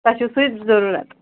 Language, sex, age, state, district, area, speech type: Kashmiri, female, 30-45, Jammu and Kashmir, Ganderbal, rural, conversation